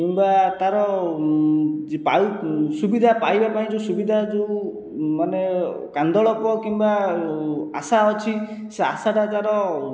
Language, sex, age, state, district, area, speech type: Odia, male, 18-30, Odisha, Jajpur, rural, spontaneous